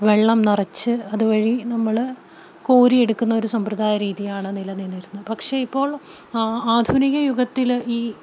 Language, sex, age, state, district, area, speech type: Malayalam, female, 30-45, Kerala, Palakkad, rural, spontaneous